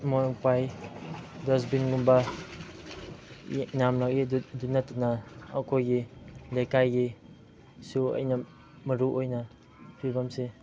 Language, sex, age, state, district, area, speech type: Manipuri, male, 18-30, Manipur, Chandel, rural, spontaneous